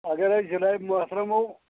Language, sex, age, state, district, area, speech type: Kashmiri, male, 45-60, Jammu and Kashmir, Anantnag, rural, conversation